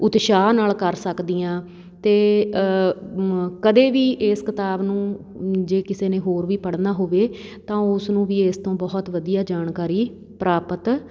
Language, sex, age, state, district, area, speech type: Punjabi, female, 30-45, Punjab, Patiala, rural, spontaneous